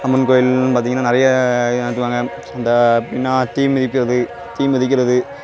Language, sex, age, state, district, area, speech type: Tamil, male, 18-30, Tamil Nadu, Thoothukudi, rural, spontaneous